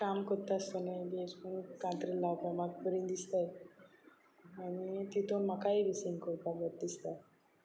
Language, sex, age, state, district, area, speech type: Goan Konkani, female, 45-60, Goa, Sanguem, rural, spontaneous